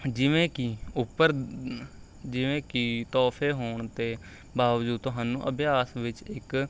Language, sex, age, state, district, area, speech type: Punjabi, male, 18-30, Punjab, Rupnagar, urban, spontaneous